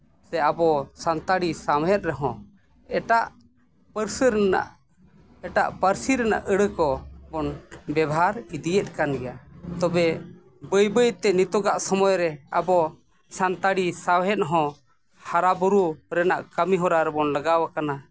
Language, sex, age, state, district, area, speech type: Santali, male, 45-60, Jharkhand, East Singhbhum, rural, spontaneous